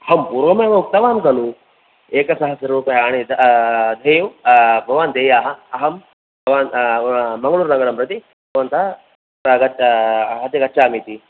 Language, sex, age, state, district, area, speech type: Sanskrit, male, 18-30, Karnataka, Dakshina Kannada, rural, conversation